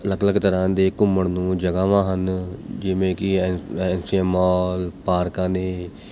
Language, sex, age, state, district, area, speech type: Punjabi, male, 30-45, Punjab, Mohali, urban, spontaneous